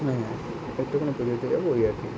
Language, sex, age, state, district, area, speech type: Bengali, male, 18-30, West Bengal, Kolkata, urban, spontaneous